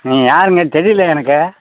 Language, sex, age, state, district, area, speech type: Tamil, male, 60+, Tamil Nadu, Ariyalur, rural, conversation